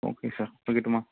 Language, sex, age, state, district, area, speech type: Tamil, male, 18-30, Tamil Nadu, Kallakurichi, rural, conversation